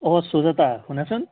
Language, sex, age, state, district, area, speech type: Assamese, male, 30-45, Assam, Sonitpur, rural, conversation